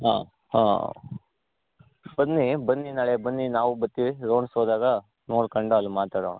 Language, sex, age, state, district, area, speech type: Kannada, male, 60+, Karnataka, Bangalore Rural, urban, conversation